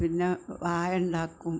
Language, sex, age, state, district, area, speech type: Malayalam, female, 60+, Kerala, Malappuram, rural, spontaneous